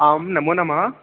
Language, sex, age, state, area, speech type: Sanskrit, male, 18-30, Chhattisgarh, urban, conversation